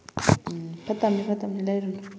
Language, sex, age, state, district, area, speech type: Manipuri, female, 30-45, Manipur, Kakching, rural, spontaneous